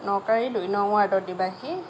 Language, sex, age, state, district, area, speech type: Assamese, female, 60+, Assam, Lakhimpur, rural, spontaneous